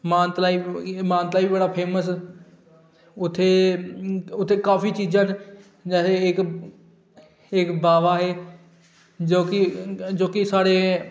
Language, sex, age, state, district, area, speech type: Dogri, male, 18-30, Jammu and Kashmir, Udhampur, urban, spontaneous